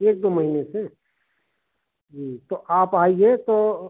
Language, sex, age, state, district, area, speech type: Hindi, male, 45-60, Madhya Pradesh, Hoshangabad, rural, conversation